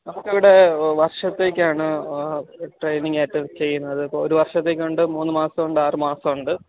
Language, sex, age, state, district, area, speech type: Malayalam, male, 30-45, Kerala, Alappuzha, rural, conversation